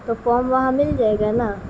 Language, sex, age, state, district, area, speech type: Urdu, female, 18-30, Bihar, Gaya, urban, spontaneous